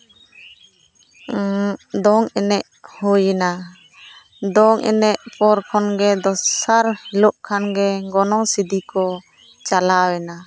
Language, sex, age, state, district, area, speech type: Santali, female, 30-45, West Bengal, Jhargram, rural, spontaneous